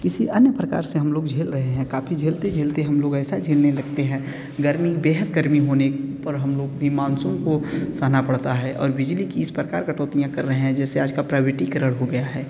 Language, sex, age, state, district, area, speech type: Hindi, male, 30-45, Uttar Pradesh, Bhadohi, urban, spontaneous